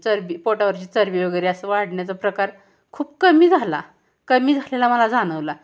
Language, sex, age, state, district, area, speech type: Marathi, female, 18-30, Maharashtra, Satara, urban, spontaneous